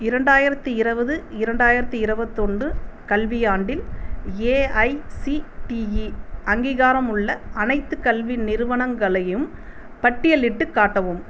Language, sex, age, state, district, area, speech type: Tamil, female, 45-60, Tamil Nadu, Viluppuram, urban, read